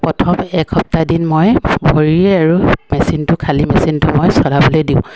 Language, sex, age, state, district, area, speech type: Assamese, female, 45-60, Assam, Dibrugarh, rural, spontaneous